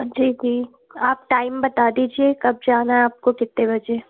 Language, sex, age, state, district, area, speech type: Hindi, female, 30-45, Madhya Pradesh, Gwalior, rural, conversation